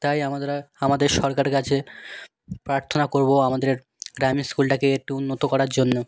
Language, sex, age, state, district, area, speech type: Bengali, male, 18-30, West Bengal, South 24 Parganas, rural, spontaneous